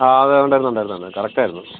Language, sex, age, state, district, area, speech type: Malayalam, male, 30-45, Kerala, Idukki, rural, conversation